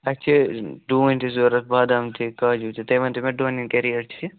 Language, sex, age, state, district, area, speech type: Kashmiri, male, 18-30, Jammu and Kashmir, Pulwama, rural, conversation